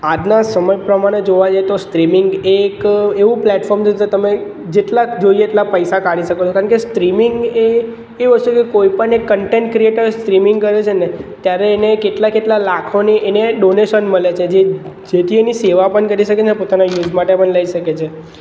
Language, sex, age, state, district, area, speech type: Gujarati, male, 18-30, Gujarat, Surat, urban, spontaneous